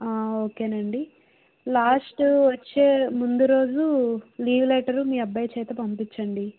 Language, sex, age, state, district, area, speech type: Telugu, female, 30-45, Andhra Pradesh, Vizianagaram, rural, conversation